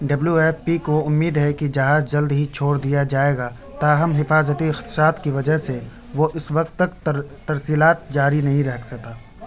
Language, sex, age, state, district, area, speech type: Urdu, male, 30-45, Uttar Pradesh, Lucknow, rural, read